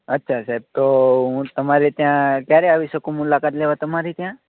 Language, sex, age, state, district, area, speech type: Gujarati, male, 30-45, Gujarat, Rajkot, urban, conversation